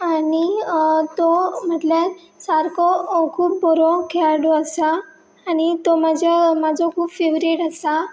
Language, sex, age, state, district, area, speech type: Goan Konkani, female, 18-30, Goa, Pernem, rural, spontaneous